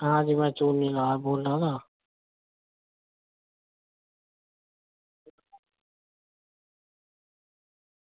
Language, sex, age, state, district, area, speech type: Dogri, male, 30-45, Jammu and Kashmir, Reasi, rural, conversation